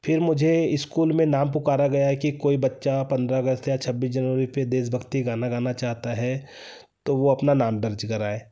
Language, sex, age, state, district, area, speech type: Hindi, male, 30-45, Madhya Pradesh, Betul, urban, spontaneous